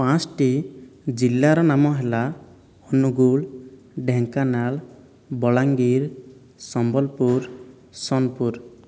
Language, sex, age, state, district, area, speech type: Odia, male, 18-30, Odisha, Boudh, rural, spontaneous